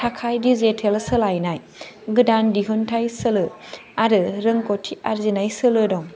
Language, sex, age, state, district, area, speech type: Bodo, female, 18-30, Assam, Kokrajhar, rural, read